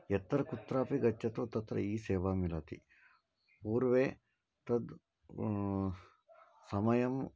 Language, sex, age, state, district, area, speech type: Sanskrit, male, 45-60, Karnataka, Shimoga, rural, spontaneous